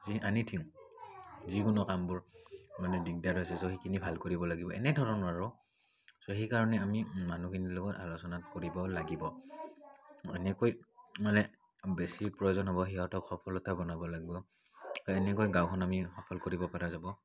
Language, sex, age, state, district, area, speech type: Assamese, male, 18-30, Assam, Barpeta, rural, spontaneous